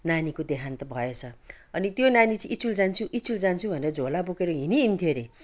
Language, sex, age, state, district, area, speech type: Nepali, female, 60+, West Bengal, Kalimpong, rural, spontaneous